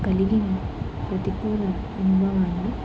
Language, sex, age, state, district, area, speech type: Telugu, female, 18-30, Andhra Pradesh, Krishna, urban, spontaneous